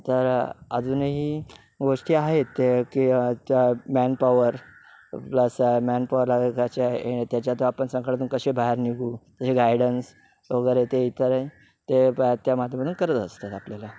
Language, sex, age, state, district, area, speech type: Marathi, male, 30-45, Maharashtra, Ratnagiri, urban, spontaneous